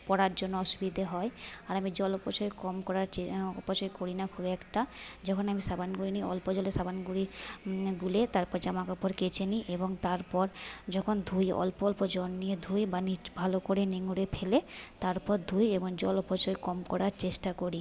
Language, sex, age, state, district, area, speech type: Bengali, female, 30-45, West Bengal, Jhargram, rural, spontaneous